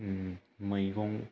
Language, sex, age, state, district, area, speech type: Bodo, male, 30-45, Assam, Kokrajhar, rural, spontaneous